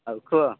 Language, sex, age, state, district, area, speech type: Odia, male, 30-45, Odisha, Nabarangpur, urban, conversation